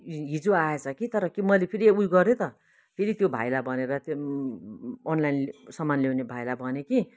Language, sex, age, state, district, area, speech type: Nepali, female, 60+, West Bengal, Kalimpong, rural, spontaneous